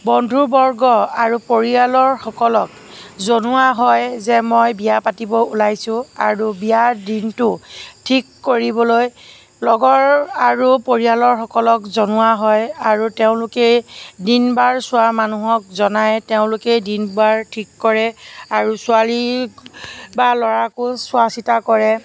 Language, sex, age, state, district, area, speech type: Assamese, female, 45-60, Assam, Nagaon, rural, spontaneous